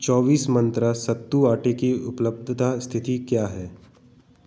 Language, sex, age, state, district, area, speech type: Hindi, male, 45-60, Madhya Pradesh, Jabalpur, urban, read